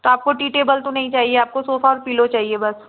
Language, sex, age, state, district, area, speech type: Hindi, female, 45-60, Madhya Pradesh, Balaghat, rural, conversation